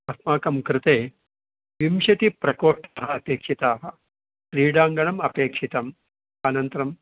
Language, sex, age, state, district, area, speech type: Sanskrit, male, 60+, Karnataka, Bangalore Urban, urban, conversation